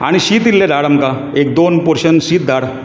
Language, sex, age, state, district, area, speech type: Goan Konkani, male, 45-60, Goa, Bardez, urban, spontaneous